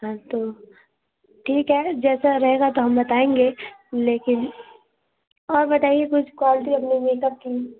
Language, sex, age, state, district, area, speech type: Hindi, female, 30-45, Uttar Pradesh, Azamgarh, urban, conversation